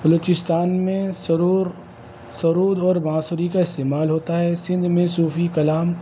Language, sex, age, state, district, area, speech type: Urdu, male, 30-45, Delhi, North East Delhi, urban, spontaneous